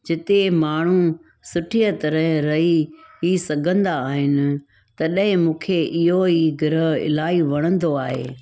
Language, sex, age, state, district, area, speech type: Sindhi, female, 45-60, Gujarat, Junagadh, rural, spontaneous